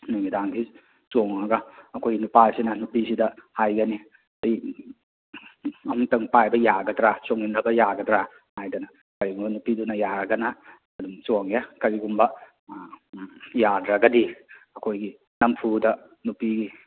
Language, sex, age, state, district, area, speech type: Manipuri, male, 30-45, Manipur, Kakching, rural, conversation